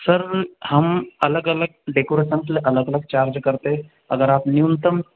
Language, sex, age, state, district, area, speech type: Hindi, male, 45-60, Madhya Pradesh, Balaghat, rural, conversation